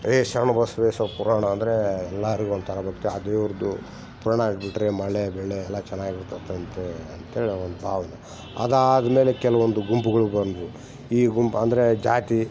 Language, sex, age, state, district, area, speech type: Kannada, male, 45-60, Karnataka, Bellary, rural, spontaneous